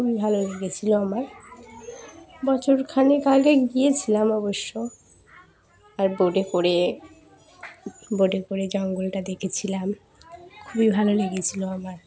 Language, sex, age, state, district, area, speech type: Bengali, female, 18-30, West Bengal, Dakshin Dinajpur, urban, spontaneous